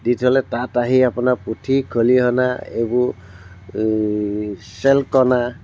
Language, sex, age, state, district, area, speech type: Assamese, male, 60+, Assam, Tinsukia, rural, spontaneous